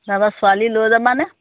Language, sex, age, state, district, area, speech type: Assamese, female, 30-45, Assam, Dhemaji, rural, conversation